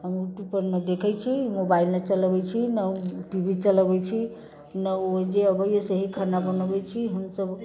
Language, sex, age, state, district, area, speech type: Maithili, female, 60+, Bihar, Sitamarhi, rural, spontaneous